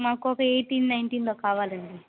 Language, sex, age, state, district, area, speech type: Telugu, female, 18-30, Andhra Pradesh, Kadapa, rural, conversation